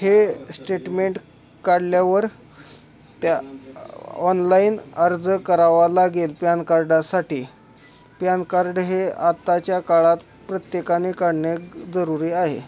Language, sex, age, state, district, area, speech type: Marathi, male, 18-30, Maharashtra, Osmanabad, rural, spontaneous